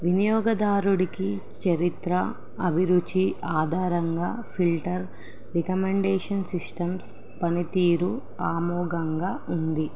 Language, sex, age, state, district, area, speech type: Telugu, female, 18-30, Telangana, Nizamabad, urban, spontaneous